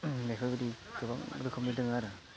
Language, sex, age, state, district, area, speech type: Bodo, male, 18-30, Assam, Udalguri, rural, spontaneous